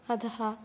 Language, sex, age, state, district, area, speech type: Sanskrit, female, 18-30, Kerala, Kannur, urban, spontaneous